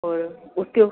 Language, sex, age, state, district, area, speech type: Hindi, female, 30-45, Madhya Pradesh, Ujjain, urban, conversation